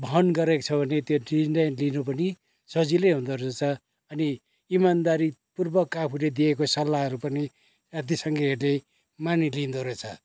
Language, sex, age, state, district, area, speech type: Nepali, male, 60+, West Bengal, Kalimpong, rural, spontaneous